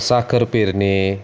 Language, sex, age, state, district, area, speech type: Marathi, male, 30-45, Maharashtra, Osmanabad, rural, spontaneous